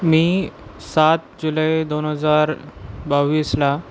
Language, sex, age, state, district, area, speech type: Marathi, male, 18-30, Maharashtra, Pune, urban, spontaneous